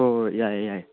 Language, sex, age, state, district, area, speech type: Manipuri, male, 18-30, Manipur, Kangpokpi, urban, conversation